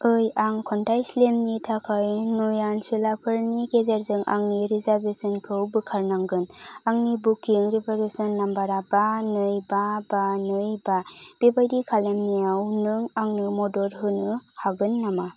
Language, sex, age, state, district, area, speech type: Bodo, female, 18-30, Assam, Kokrajhar, rural, read